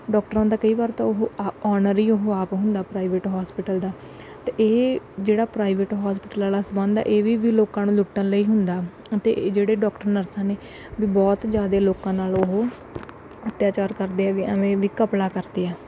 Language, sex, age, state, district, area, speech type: Punjabi, female, 18-30, Punjab, Bathinda, rural, spontaneous